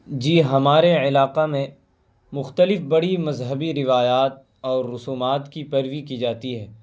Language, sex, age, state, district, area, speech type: Urdu, male, 18-30, Bihar, Purnia, rural, spontaneous